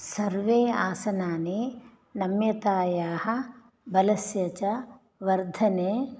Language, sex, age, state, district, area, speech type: Sanskrit, female, 60+, Karnataka, Udupi, rural, spontaneous